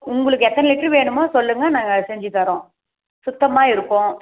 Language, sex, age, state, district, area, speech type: Tamil, female, 60+, Tamil Nadu, Krishnagiri, rural, conversation